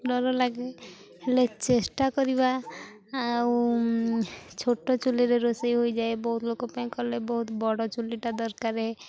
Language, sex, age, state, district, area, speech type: Odia, female, 18-30, Odisha, Jagatsinghpur, rural, spontaneous